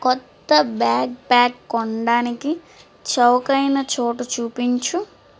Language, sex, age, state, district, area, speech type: Telugu, female, 18-30, Andhra Pradesh, Guntur, urban, read